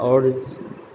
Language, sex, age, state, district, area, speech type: Maithili, female, 30-45, Bihar, Purnia, rural, spontaneous